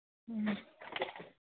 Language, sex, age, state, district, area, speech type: Manipuri, female, 30-45, Manipur, Imphal East, rural, conversation